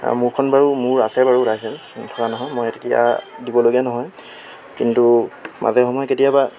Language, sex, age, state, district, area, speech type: Assamese, male, 18-30, Assam, Dibrugarh, urban, spontaneous